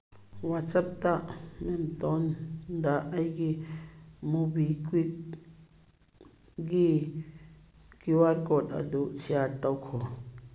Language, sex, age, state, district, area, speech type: Manipuri, female, 60+, Manipur, Churachandpur, urban, read